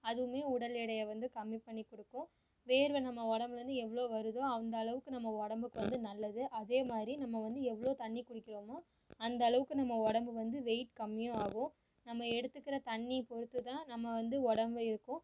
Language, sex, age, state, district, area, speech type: Tamil, female, 18-30, Tamil Nadu, Coimbatore, rural, spontaneous